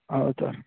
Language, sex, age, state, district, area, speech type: Kannada, male, 18-30, Karnataka, Kolar, rural, conversation